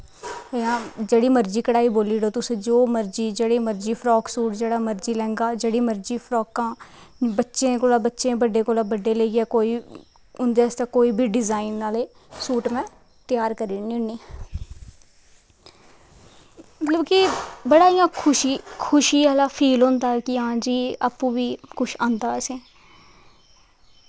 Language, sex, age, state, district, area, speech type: Dogri, female, 18-30, Jammu and Kashmir, Kathua, rural, spontaneous